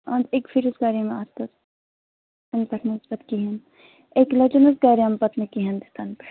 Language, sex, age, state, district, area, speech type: Kashmiri, female, 18-30, Jammu and Kashmir, Kupwara, rural, conversation